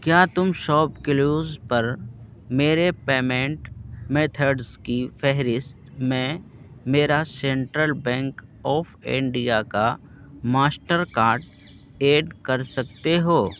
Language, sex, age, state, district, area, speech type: Urdu, male, 18-30, Bihar, Purnia, rural, read